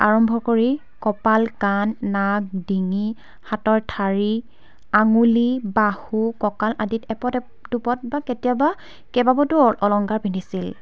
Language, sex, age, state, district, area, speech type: Assamese, female, 18-30, Assam, Dibrugarh, rural, spontaneous